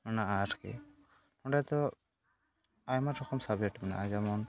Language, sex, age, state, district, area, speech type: Santali, male, 18-30, West Bengal, Malda, rural, spontaneous